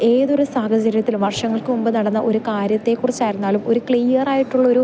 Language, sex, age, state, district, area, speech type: Malayalam, female, 18-30, Kerala, Idukki, rural, spontaneous